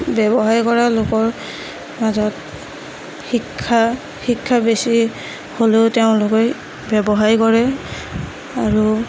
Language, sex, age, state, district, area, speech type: Assamese, female, 30-45, Assam, Darrang, rural, spontaneous